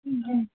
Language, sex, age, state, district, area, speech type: Hindi, female, 30-45, Uttar Pradesh, Sitapur, rural, conversation